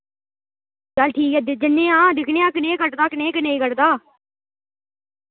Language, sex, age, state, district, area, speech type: Dogri, male, 18-30, Jammu and Kashmir, Reasi, rural, conversation